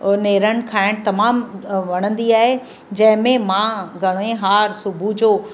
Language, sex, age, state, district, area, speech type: Sindhi, female, 45-60, Maharashtra, Mumbai City, urban, spontaneous